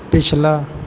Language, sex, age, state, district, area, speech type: Punjabi, male, 18-30, Punjab, Bathinda, rural, read